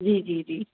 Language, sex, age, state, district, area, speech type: Urdu, female, 45-60, Uttar Pradesh, Rampur, urban, conversation